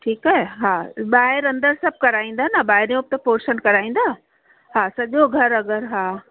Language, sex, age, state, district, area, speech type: Sindhi, female, 45-60, Uttar Pradesh, Lucknow, urban, conversation